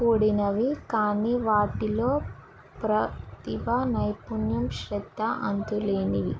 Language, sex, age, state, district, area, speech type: Telugu, female, 18-30, Telangana, Mahabubabad, rural, spontaneous